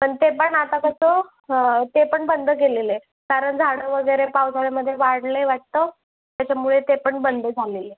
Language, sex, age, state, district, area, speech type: Marathi, female, 30-45, Maharashtra, Solapur, urban, conversation